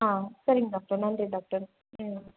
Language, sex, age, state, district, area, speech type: Tamil, female, 30-45, Tamil Nadu, Salem, urban, conversation